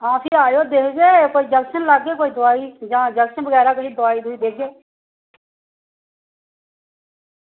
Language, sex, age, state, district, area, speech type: Dogri, female, 45-60, Jammu and Kashmir, Samba, rural, conversation